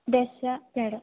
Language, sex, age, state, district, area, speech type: Sanskrit, female, 18-30, Kerala, Thrissur, urban, conversation